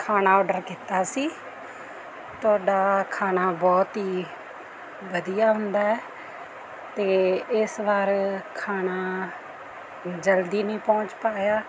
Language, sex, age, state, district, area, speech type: Punjabi, female, 30-45, Punjab, Mansa, urban, spontaneous